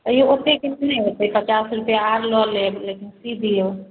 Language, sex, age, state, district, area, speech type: Maithili, male, 45-60, Bihar, Sitamarhi, urban, conversation